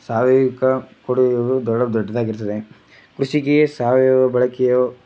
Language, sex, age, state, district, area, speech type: Kannada, male, 18-30, Karnataka, Chamarajanagar, rural, spontaneous